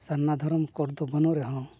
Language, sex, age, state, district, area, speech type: Santali, male, 45-60, Odisha, Mayurbhanj, rural, spontaneous